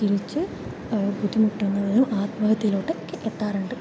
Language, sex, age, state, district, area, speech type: Malayalam, female, 18-30, Kerala, Kozhikode, rural, spontaneous